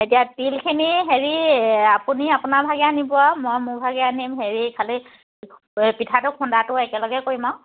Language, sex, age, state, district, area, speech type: Assamese, female, 30-45, Assam, Charaideo, rural, conversation